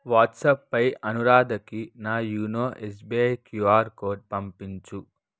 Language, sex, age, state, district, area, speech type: Telugu, male, 30-45, Telangana, Ranga Reddy, urban, read